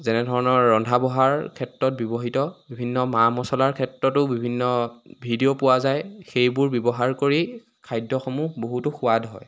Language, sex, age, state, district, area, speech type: Assamese, male, 18-30, Assam, Sivasagar, rural, spontaneous